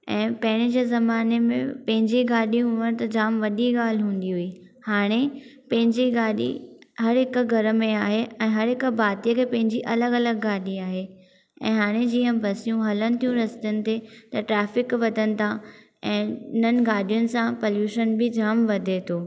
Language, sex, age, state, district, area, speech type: Sindhi, female, 18-30, Maharashtra, Thane, urban, spontaneous